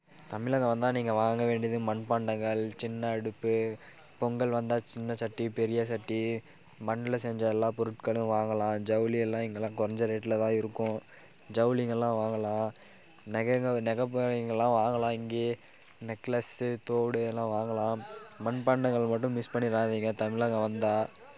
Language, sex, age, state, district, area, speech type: Tamil, male, 18-30, Tamil Nadu, Dharmapuri, urban, spontaneous